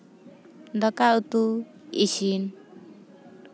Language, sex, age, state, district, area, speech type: Santali, female, 18-30, West Bengal, Paschim Bardhaman, rural, spontaneous